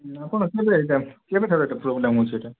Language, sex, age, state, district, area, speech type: Odia, male, 18-30, Odisha, Kalahandi, rural, conversation